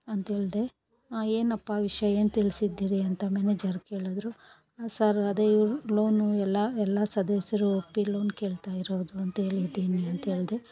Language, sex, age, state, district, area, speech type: Kannada, female, 45-60, Karnataka, Bangalore Rural, rural, spontaneous